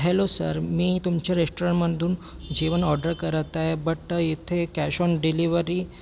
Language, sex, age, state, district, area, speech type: Marathi, female, 18-30, Maharashtra, Nagpur, urban, spontaneous